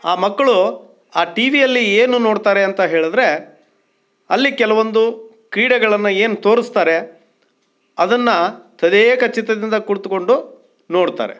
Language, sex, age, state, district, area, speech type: Kannada, male, 45-60, Karnataka, Shimoga, rural, spontaneous